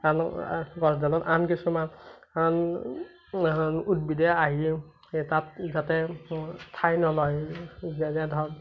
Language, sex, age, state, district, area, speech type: Assamese, male, 30-45, Assam, Morigaon, rural, spontaneous